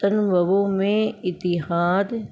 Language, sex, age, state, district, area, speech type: Urdu, female, 60+, Delhi, Central Delhi, urban, spontaneous